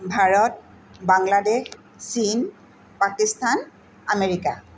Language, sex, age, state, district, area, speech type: Assamese, female, 45-60, Assam, Tinsukia, rural, spontaneous